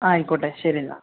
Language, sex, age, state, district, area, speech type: Malayalam, male, 30-45, Kerala, Malappuram, rural, conversation